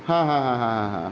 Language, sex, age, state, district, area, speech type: Bengali, male, 30-45, West Bengal, Howrah, urban, spontaneous